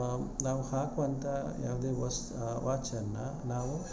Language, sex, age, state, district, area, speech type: Kannada, male, 30-45, Karnataka, Udupi, rural, spontaneous